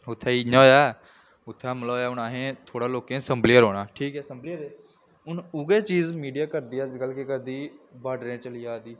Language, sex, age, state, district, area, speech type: Dogri, male, 18-30, Jammu and Kashmir, Jammu, rural, spontaneous